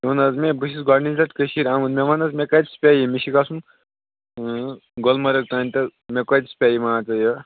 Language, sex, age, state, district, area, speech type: Kashmiri, male, 18-30, Jammu and Kashmir, Bandipora, rural, conversation